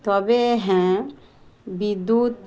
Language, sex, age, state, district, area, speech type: Bengali, female, 45-60, West Bengal, Dakshin Dinajpur, urban, spontaneous